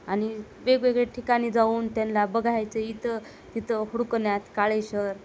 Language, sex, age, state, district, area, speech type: Marathi, female, 30-45, Maharashtra, Nanded, urban, spontaneous